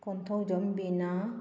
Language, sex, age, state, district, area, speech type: Manipuri, female, 45-60, Manipur, Kakching, rural, spontaneous